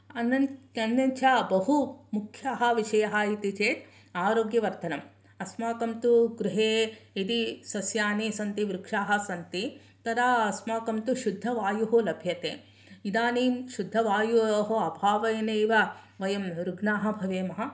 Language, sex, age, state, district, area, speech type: Sanskrit, female, 60+, Karnataka, Mysore, urban, spontaneous